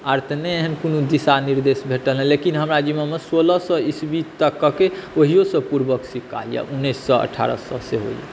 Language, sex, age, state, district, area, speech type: Maithili, male, 60+, Bihar, Saharsa, urban, spontaneous